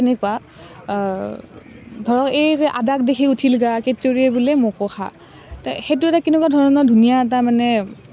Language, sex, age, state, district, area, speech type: Assamese, female, 18-30, Assam, Nalbari, rural, spontaneous